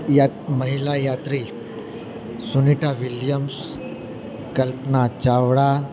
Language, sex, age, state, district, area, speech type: Gujarati, male, 30-45, Gujarat, Valsad, rural, spontaneous